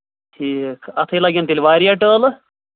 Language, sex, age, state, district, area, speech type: Kashmiri, male, 30-45, Jammu and Kashmir, Anantnag, rural, conversation